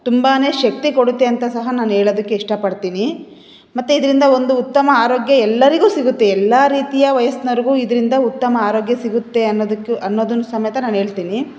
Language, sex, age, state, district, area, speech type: Kannada, female, 45-60, Karnataka, Chitradurga, urban, spontaneous